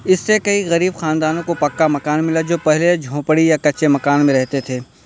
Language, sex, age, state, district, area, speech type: Urdu, male, 18-30, Uttar Pradesh, Balrampur, rural, spontaneous